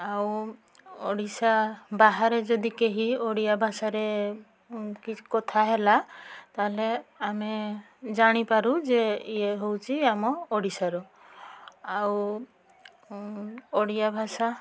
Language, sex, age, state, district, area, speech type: Odia, female, 45-60, Odisha, Mayurbhanj, rural, spontaneous